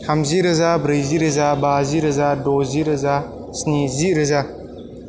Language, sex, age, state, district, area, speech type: Bodo, male, 18-30, Assam, Chirang, rural, spontaneous